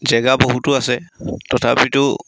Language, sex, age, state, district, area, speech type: Assamese, male, 30-45, Assam, Sivasagar, rural, spontaneous